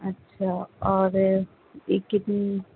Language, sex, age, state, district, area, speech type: Urdu, female, 30-45, Delhi, North East Delhi, urban, conversation